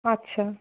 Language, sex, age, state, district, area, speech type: Bengali, female, 30-45, West Bengal, Paschim Bardhaman, urban, conversation